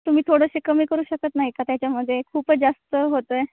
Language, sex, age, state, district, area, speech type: Marathi, female, 18-30, Maharashtra, Ratnagiri, urban, conversation